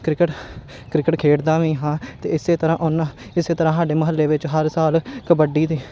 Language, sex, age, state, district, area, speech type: Punjabi, male, 30-45, Punjab, Amritsar, urban, spontaneous